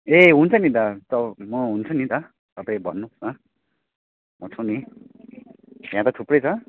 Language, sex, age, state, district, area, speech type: Nepali, male, 30-45, West Bengal, Alipurduar, urban, conversation